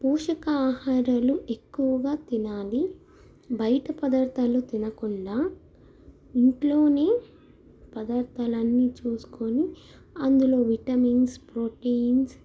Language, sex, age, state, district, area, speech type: Telugu, female, 18-30, Telangana, Mancherial, rural, spontaneous